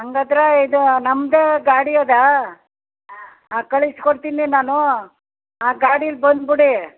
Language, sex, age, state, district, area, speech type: Kannada, female, 60+, Karnataka, Mysore, rural, conversation